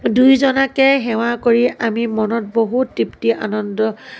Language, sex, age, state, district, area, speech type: Assamese, female, 45-60, Assam, Morigaon, rural, spontaneous